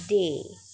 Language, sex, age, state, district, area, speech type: Dogri, female, 30-45, Jammu and Kashmir, Jammu, urban, read